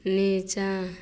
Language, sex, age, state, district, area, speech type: Maithili, female, 18-30, Bihar, Madhepura, rural, read